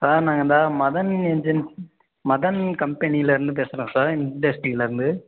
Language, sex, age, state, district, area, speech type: Tamil, male, 18-30, Tamil Nadu, Sivaganga, rural, conversation